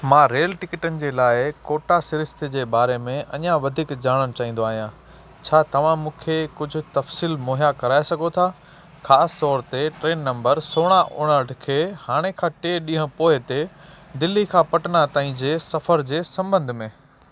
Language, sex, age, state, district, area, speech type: Sindhi, male, 30-45, Gujarat, Kutch, urban, read